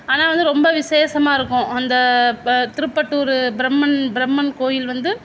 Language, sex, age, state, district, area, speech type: Tamil, female, 60+, Tamil Nadu, Mayiladuthurai, urban, spontaneous